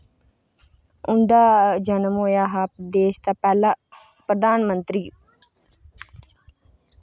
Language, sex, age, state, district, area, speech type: Dogri, female, 18-30, Jammu and Kashmir, Reasi, rural, spontaneous